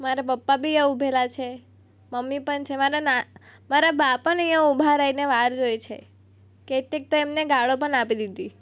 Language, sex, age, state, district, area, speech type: Gujarati, female, 18-30, Gujarat, Surat, rural, spontaneous